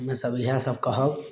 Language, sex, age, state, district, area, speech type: Maithili, male, 18-30, Bihar, Samastipur, rural, spontaneous